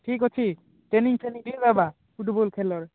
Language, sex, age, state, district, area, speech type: Odia, male, 18-30, Odisha, Kalahandi, rural, conversation